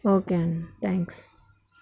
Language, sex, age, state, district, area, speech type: Telugu, female, 30-45, Andhra Pradesh, Palnadu, urban, spontaneous